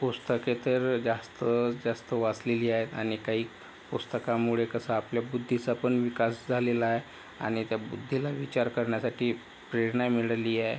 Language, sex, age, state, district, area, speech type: Marathi, male, 18-30, Maharashtra, Yavatmal, rural, spontaneous